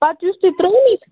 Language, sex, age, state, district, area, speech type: Kashmiri, other, 30-45, Jammu and Kashmir, Baramulla, urban, conversation